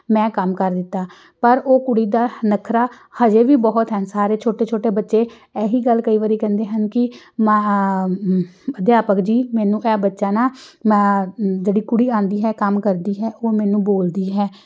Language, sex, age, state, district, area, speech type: Punjabi, female, 45-60, Punjab, Amritsar, urban, spontaneous